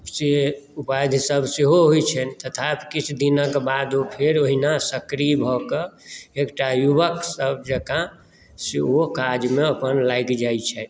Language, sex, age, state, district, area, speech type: Maithili, male, 45-60, Bihar, Madhubani, rural, spontaneous